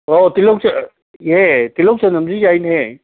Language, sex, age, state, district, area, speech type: Manipuri, male, 60+, Manipur, Kangpokpi, urban, conversation